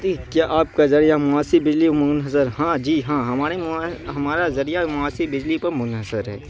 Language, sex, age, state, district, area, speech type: Urdu, male, 18-30, Bihar, Saharsa, rural, spontaneous